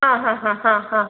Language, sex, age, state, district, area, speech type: Malayalam, female, 45-60, Kerala, Pathanamthitta, urban, conversation